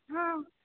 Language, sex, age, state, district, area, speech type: Maithili, female, 30-45, Bihar, Purnia, rural, conversation